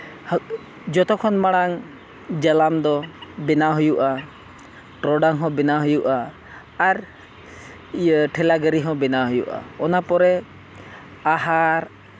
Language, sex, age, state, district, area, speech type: Santali, male, 45-60, Jharkhand, Seraikela Kharsawan, rural, spontaneous